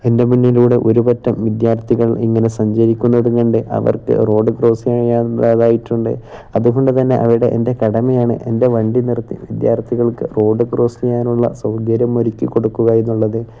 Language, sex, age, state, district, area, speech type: Malayalam, male, 18-30, Kerala, Kozhikode, rural, spontaneous